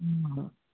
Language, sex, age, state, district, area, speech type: Telugu, male, 18-30, Telangana, Nirmal, rural, conversation